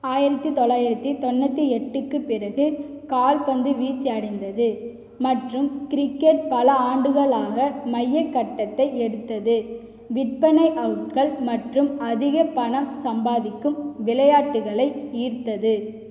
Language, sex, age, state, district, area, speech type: Tamil, female, 18-30, Tamil Nadu, Cuddalore, rural, read